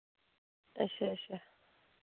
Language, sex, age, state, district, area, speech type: Dogri, female, 30-45, Jammu and Kashmir, Udhampur, rural, conversation